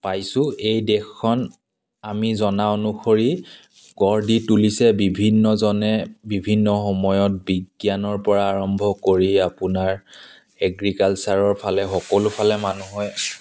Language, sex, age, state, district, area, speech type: Assamese, male, 30-45, Assam, Dibrugarh, rural, spontaneous